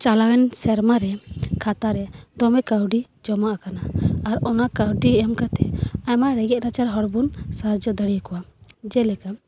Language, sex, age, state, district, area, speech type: Santali, female, 18-30, West Bengal, Paschim Bardhaman, rural, spontaneous